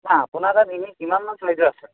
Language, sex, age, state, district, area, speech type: Assamese, male, 18-30, Assam, Sivasagar, rural, conversation